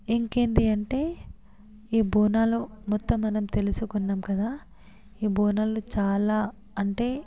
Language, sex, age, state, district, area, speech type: Telugu, female, 18-30, Telangana, Hyderabad, urban, spontaneous